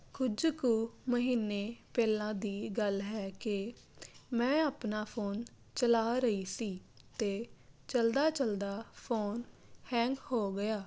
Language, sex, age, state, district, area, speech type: Punjabi, female, 30-45, Punjab, Jalandhar, urban, spontaneous